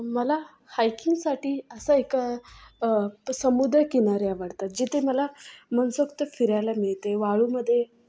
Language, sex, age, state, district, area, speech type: Marathi, female, 18-30, Maharashtra, Solapur, urban, spontaneous